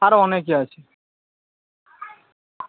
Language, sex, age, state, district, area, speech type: Bengali, male, 18-30, West Bengal, Howrah, urban, conversation